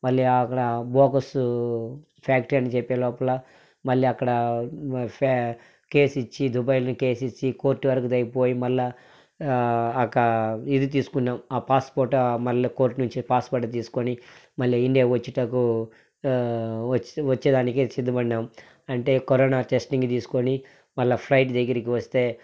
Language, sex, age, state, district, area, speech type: Telugu, male, 45-60, Andhra Pradesh, Sri Balaji, urban, spontaneous